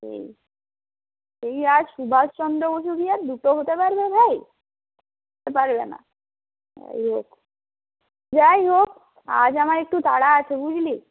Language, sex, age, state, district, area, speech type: Bengali, female, 45-60, West Bengal, Purulia, urban, conversation